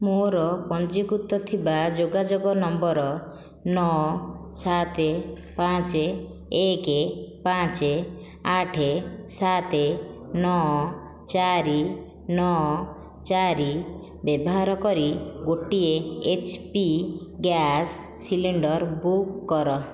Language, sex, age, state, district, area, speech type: Odia, female, 30-45, Odisha, Khordha, rural, read